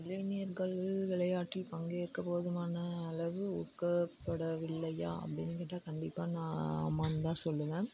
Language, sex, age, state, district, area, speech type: Tamil, female, 18-30, Tamil Nadu, Dharmapuri, rural, spontaneous